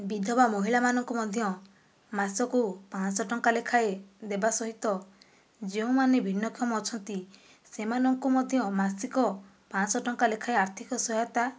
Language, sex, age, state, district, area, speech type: Odia, female, 45-60, Odisha, Kandhamal, rural, spontaneous